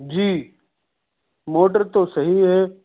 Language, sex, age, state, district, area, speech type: Urdu, male, 45-60, Delhi, Central Delhi, urban, conversation